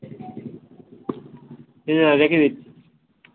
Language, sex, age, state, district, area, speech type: Bengali, male, 18-30, West Bengal, Howrah, urban, conversation